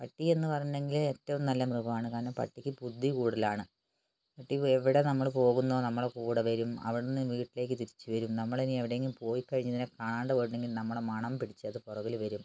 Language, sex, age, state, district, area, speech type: Malayalam, female, 60+, Kerala, Wayanad, rural, spontaneous